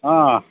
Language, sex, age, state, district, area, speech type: Kannada, male, 45-60, Karnataka, Bellary, rural, conversation